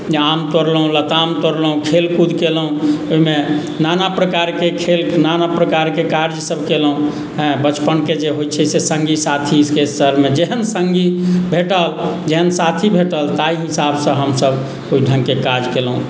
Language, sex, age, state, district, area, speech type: Maithili, male, 45-60, Bihar, Sitamarhi, urban, spontaneous